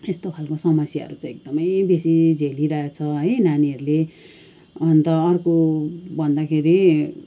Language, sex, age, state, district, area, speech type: Nepali, female, 45-60, West Bengal, Kalimpong, rural, spontaneous